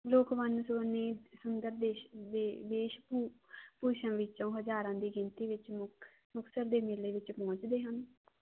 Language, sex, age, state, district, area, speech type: Punjabi, female, 18-30, Punjab, Muktsar, rural, conversation